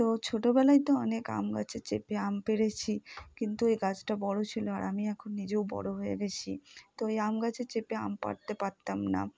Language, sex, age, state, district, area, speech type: Bengali, female, 18-30, West Bengal, Purba Bardhaman, urban, spontaneous